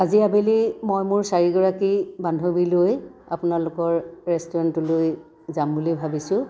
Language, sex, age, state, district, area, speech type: Assamese, female, 45-60, Assam, Dhemaji, rural, spontaneous